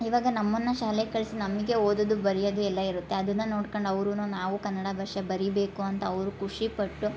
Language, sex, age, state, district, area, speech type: Kannada, female, 30-45, Karnataka, Hassan, rural, spontaneous